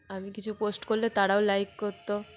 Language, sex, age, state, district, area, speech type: Bengali, female, 18-30, West Bengal, Birbhum, urban, spontaneous